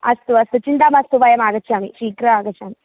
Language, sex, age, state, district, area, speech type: Sanskrit, female, 18-30, Kerala, Thrissur, rural, conversation